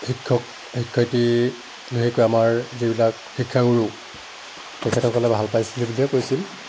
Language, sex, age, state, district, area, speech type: Assamese, male, 45-60, Assam, Dibrugarh, rural, spontaneous